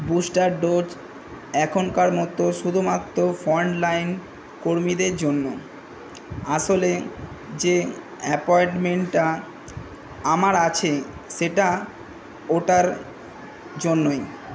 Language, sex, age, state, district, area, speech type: Bengali, male, 18-30, West Bengal, Kolkata, urban, read